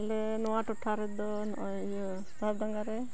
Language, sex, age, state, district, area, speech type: Santali, female, 45-60, West Bengal, Purba Bardhaman, rural, spontaneous